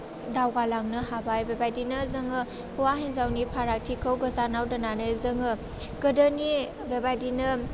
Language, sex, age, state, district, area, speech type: Bodo, female, 18-30, Assam, Chirang, urban, spontaneous